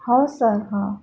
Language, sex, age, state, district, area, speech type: Marathi, female, 30-45, Maharashtra, Akola, urban, spontaneous